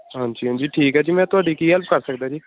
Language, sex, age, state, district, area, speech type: Punjabi, male, 18-30, Punjab, Gurdaspur, rural, conversation